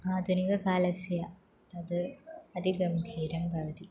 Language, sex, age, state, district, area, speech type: Sanskrit, female, 18-30, Kerala, Thrissur, urban, spontaneous